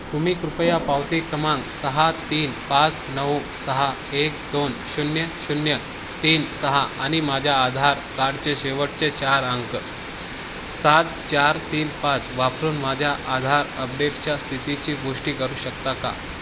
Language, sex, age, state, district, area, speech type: Marathi, male, 18-30, Maharashtra, Nanded, rural, read